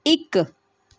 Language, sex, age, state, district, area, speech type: Punjabi, female, 30-45, Punjab, Patiala, rural, read